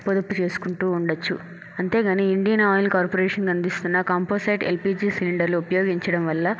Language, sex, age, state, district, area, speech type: Telugu, female, 30-45, Andhra Pradesh, Chittoor, urban, spontaneous